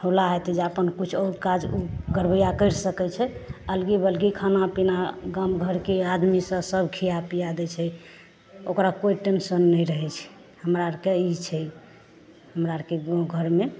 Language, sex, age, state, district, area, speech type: Maithili, female, 45-60, Bihar, Madhepura, rural, spontaneous